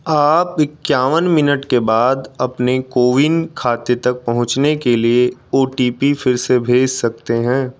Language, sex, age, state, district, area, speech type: Hindi, male, 18-30, Delhi, New Delhi, urban, read